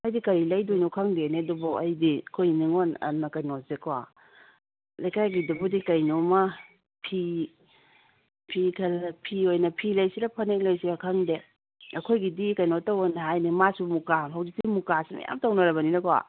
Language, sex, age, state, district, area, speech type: Manipuri, female, 45-60, Manipur, Kangpokpi, urban, conversation